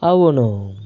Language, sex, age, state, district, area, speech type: Telugu, male, 45-60, Andhra Pradesh, Chittoor, urban, read